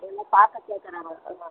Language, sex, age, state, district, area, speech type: Tamil, female, 60+, Tamil Nadu, Vellore, urban, conversation